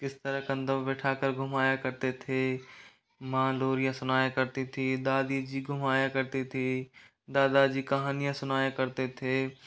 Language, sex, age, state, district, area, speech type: Hindi, male, 45-60, Rajasthan, Karauli, rural, spontaneous